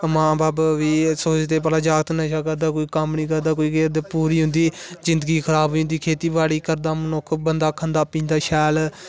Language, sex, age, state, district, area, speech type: Dogri, male, 18-30, Jammu and Kashmir, Samba, rural, spontaneous